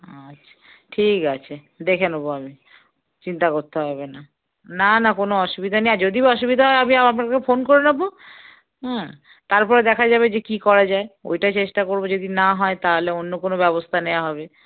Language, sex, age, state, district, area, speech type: Bengali, female, 30-45, West Bengal, Darjeeling, rural, conversation